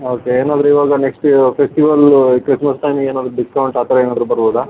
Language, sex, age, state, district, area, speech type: Kannada, male, 30-45, Karnataka, Udupi, rural, conversation